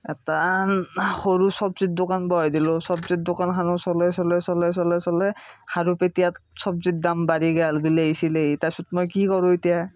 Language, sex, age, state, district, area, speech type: Assamese, male, 30-45, Assam, Darrang, rural, spontaneous